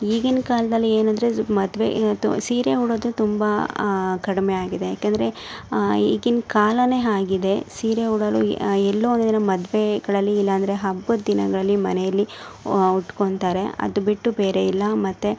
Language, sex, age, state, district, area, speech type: Kannada, female, 60+, Karnataka, Chikkaballapur, urban, spontaneous